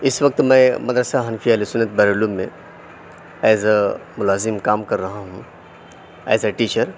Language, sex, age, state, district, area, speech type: Urdu, male, 30-45, Uttar Pradesh, Mau, urban, spontaneous